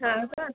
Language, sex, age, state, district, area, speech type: Marathi, female, 18-30, Maharashtra, Ahmednagar, rural, conversation